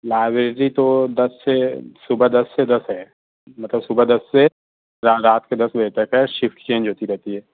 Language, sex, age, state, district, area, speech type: Urdu, male, 30-45, Uttar Pradesh, Azamgarh, rural, conversation